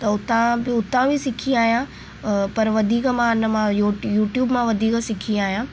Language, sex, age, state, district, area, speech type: Sindhi, female, 18-30, Maharashtra, Mumbai Suburban, urban, spontaneous